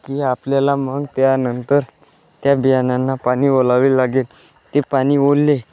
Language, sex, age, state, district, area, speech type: Marathi, male, 18-30, Maharashtra, Wardha, rural, spontaneous